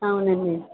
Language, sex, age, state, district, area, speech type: Telugu, female, 45-60, Andhra Pradesh, Konaseema, urban, conversation